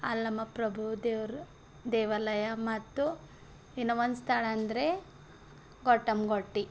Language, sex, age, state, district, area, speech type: Kannada, female, 18-30, Karnataka, Bidar, urban, spontaneous